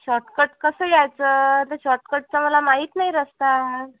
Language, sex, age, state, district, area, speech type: Marathi, female, 18-30, Maharashtra, Amravati, urban, conversation